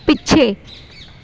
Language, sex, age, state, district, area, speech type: Punjabi, female, 18-30, Punjab, Fatehgarh Sahib, rural, read